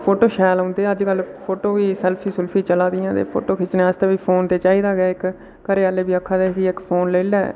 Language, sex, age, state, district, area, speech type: Dogri, male, 18-30, Jammu and Kashmir, Udhampur, rural, spontaneous